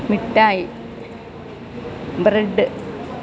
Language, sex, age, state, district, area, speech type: Malayalam, female, 60+, Kerala, Alappuzha, urban, spontaneous